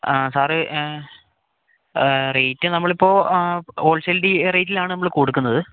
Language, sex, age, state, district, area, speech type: Malayalam, male, 30-45, Kerala, Kozhikode, urban, conversation